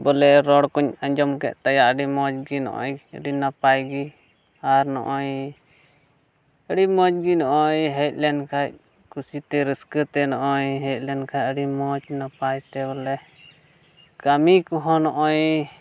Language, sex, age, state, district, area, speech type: Santali, male, 18-30, Jharkhand, Pakur, rural, spontaneous